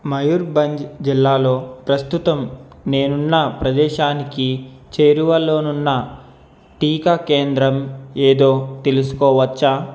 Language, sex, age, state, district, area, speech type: Telugu, male, 45-60, Andhra Pradesh, East Godavari, rural, read